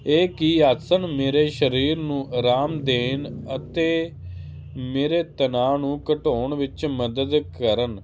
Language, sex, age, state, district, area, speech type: Punjabi, male, 30-45, Punjab, Hoshiarpur, urban, spontaneous